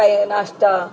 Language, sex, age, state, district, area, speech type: Marathi, female, 60+, Maharashtra, Mumbai Suburban, urban, spontaneous